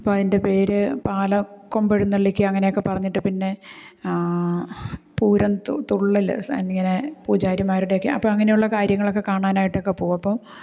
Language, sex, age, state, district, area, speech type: Malayalam, female, 45-60, Kerala, Malappuram, rural, spontaneous